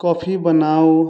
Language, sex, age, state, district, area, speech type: Maithili, female, 18-30, Bihar, Sitamarhi, rural, read